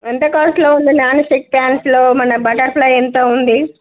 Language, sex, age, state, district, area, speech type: Telugu, female, 30-45, Telangana, Jangaon, rural, conversation